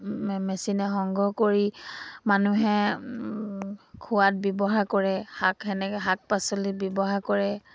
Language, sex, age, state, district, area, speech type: Assamese, female, 60+, Assam, Dibrugarh, rural, spontaneous